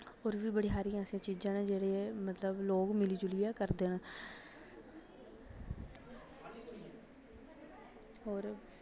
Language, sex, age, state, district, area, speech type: Dogri, female, 18-30, Jammu and Kashmir, Reasi, rural, spontaneous